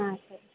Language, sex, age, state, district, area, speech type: Telugu, female, 18-30, Andhra Pradesh, Kadapa, rural, conversation